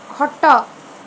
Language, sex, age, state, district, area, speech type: Odia, female, 45-60, Odisha, Rayagada, rural, read